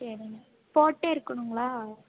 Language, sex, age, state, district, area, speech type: Tamil, female, 18-30, Tamil Nadu, Nilgiris, rural, conversation